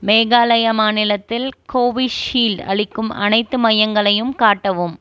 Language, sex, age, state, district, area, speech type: Tamil, female, 30-45, Tamil Nadu, Krishnagiri, rural, read